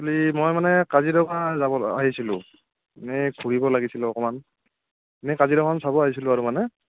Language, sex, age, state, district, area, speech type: Assamese, male, 45-60, Assam, Morigaon, rural, conversation